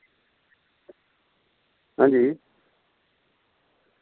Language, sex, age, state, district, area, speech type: Dogri, male, 45-60, Jammu and Kashmir, Samba, rural, conversation